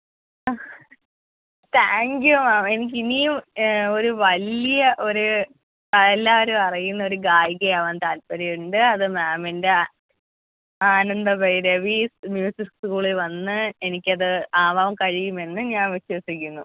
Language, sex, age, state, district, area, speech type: Malayalam, female, 18-30, Kerala, Kollam, rural, conversation